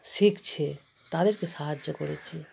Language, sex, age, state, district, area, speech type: Bengali, female, 30-45, West Bengal, Darjeeling, rural, spontaneous